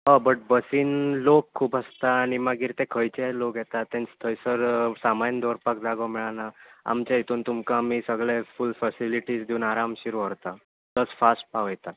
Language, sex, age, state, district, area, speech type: Goan Konkani, male, 18-30, Goa, Bardez, urban, conversation